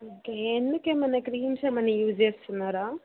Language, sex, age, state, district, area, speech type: Telugu, female, 18-30, Telangana, Nalgonda, rural, conversation